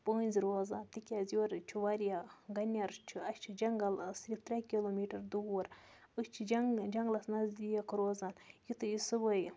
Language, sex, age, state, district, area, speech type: Kashmiri, female, 30-45, Jammu and Kashmir, Budgam, rural, spontaneous